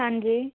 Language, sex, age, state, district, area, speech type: Punjabi, female, 18-30, Punjab, Mohali, urban, conversation